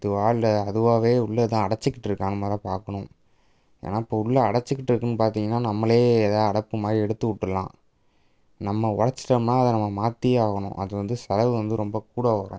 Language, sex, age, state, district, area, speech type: Tamil, male, 18-30, Tamil Nadu, Thanjavur, rural, spontaneous